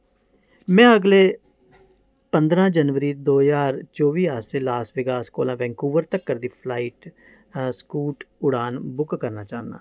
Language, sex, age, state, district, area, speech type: Dogri, male, 45-60, Jammu and Kashmir, Jammu, urban, read